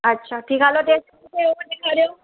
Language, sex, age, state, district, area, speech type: Sindhi, female, 45-60, Gujarat, Surat, urban, conversation